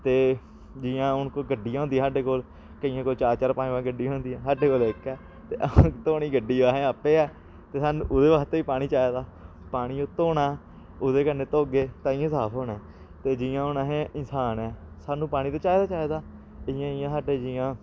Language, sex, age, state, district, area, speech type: Dogri, male, 18-30, Jammu and Kashmir, Samba, urban, spontaneous